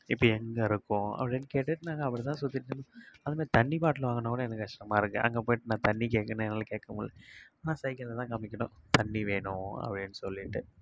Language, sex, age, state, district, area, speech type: Tamil, male, 18-30, Tamil Nadu, Kallakurichi, rural, spontaneous